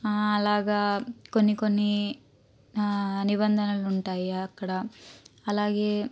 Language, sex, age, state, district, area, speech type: Telugu, female, 18-30, Andhra Pradesh, Palnadu, urban, spontaneous